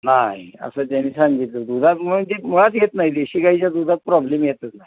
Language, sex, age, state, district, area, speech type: Marathi, male, 60+, Maharashtra, Kolhapur, urban, conversation